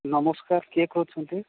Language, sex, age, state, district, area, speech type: Odia, male, 45-60, Odisha, Nabarangpur, rural, conversation